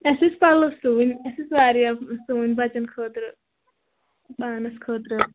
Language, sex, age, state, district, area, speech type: Kashmiri, female, 30-45, Jammu and Kashmir, Kulgam, rural, conversation